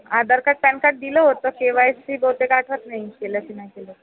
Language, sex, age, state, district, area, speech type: Marathi, female, 30-45, Maharashtra, Akola, urban, conversation